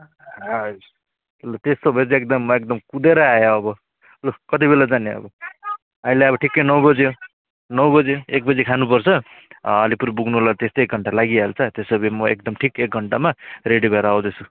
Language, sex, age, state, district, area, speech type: Nepali, male, 45-60, West Bengal, Alipurduar, rural, conversation